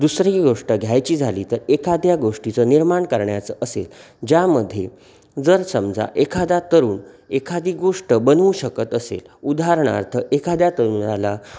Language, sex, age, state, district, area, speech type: Marathi, male, 30-45, Maharashtra, Sindhudurg, rural, spontaneous